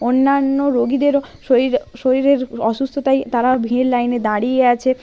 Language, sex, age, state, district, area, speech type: Bengali, female, 18-30, West Bengal, Purba Medinipur, rural, spontaneous